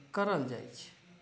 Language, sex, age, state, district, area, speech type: Maithili, male, 60+, Bihar, Saharsa, urban, spontaneous